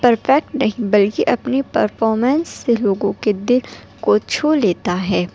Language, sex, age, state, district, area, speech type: Urdu, female, 18-30, Delhi, North East Delhi, urban, spontaneous